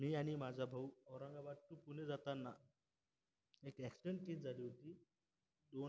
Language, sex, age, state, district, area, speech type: Marathi, male, 18-30, Maharashtra, Washim, rural, spontaneous